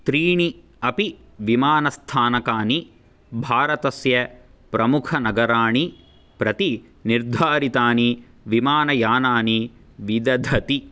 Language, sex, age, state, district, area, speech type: Sanskrit, male, 18-30, Karnataka, Bangalore Urban, urban, read